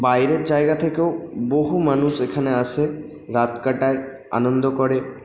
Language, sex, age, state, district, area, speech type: Bengali, male, 30-45, West Bengal, Paschim Bardhaman, rural, spontaneous